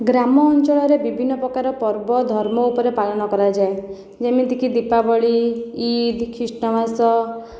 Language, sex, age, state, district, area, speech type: Odia, female, 18-30, Odisha, Khordha, rural, spontaneous